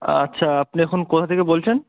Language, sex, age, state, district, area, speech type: Bengali, male, 18-30, West Bengal, Murshidabad, urban, conversation